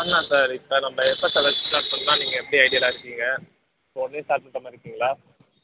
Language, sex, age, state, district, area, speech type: Tamil, male, 18-30, Tamil Nadu, Tiruvannamalai, rural, conversation